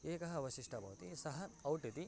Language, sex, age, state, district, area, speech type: Sanskrit, male, 18-30, Karnataka, Bagalkot, rural, spontaneous